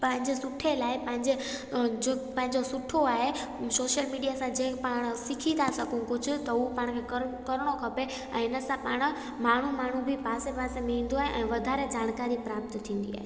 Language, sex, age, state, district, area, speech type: Sindhi, female, 18-30, Gujarat, Junagadh, rural, spontaneous